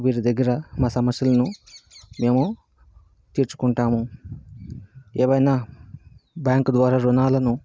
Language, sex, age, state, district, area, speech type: Telugu, male, 60+, Andhra Pradesh, Vizianagaram, rural, spontaneous